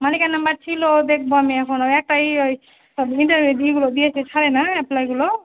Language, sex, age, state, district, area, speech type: Bengali, female, 30-45, West Bengal, Murshidabad, rural, conversation